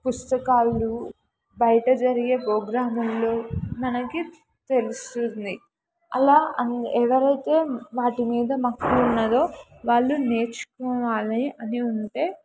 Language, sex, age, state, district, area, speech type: Telugu, female, 18-30, Telangana, Mulugu, urban, spontaneous